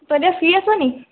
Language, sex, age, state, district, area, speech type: Assamese, female, 18-30, Assam, Lakhimpur, rural, conversation